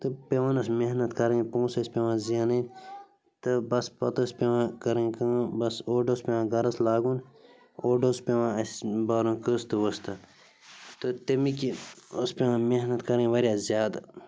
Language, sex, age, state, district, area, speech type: Kashmiri, male, 30-45, Jammu and Kashmir, Bandipora, rural, spontaneous